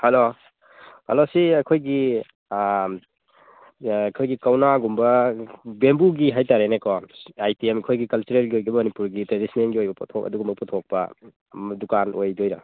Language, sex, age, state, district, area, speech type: Manipuri, male, 18-30, Manipur, Churachandpur, rural, conversation